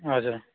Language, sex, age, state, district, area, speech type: Nepali, male, 18-30, West Bengal, Darjeeling, rural, conversation